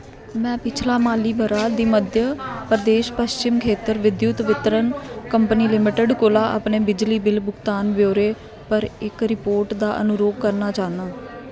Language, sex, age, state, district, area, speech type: Dogri, female, 18-30, Jammu and Kashmir, Kathua, rural, read